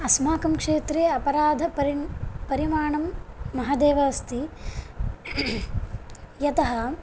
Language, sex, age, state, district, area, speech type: Sanskrit, female, 18-30, Karnataka, Bagalkot, rural, spontaneous